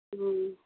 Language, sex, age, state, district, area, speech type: Urdu, female, 60+, Bihar, Khagaria, rural, conversation